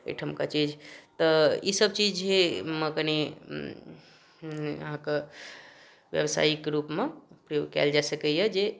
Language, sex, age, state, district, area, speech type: Maithili, male, 30-45, Bihar, Darbhanga, rural, spontaneous